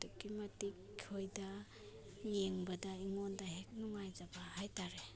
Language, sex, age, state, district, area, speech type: Manipuri, female, 30-45, Manipur, Imphal East, rural, spontaneous